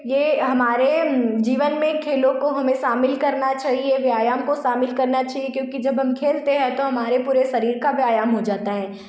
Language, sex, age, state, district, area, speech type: Hindi, female, 18-30, Madhya Pradesh, Betul, rural, spontaneous